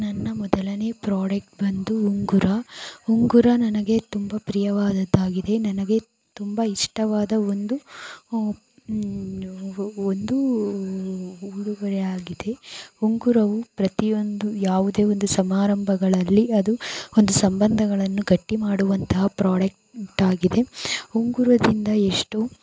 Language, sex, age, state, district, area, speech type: Kannada, female, 45-60, Karnataka, Tumkur, rural, spontaneous